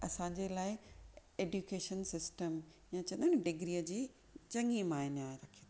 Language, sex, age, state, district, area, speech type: Sindhi, female, 45-60, Maharashtra, Thane, urban, spontaneous